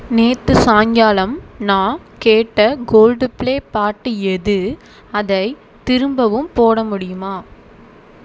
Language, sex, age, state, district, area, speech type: Tamil, female, 30-45, Tamil Nadu, Tiruvarur, rural, read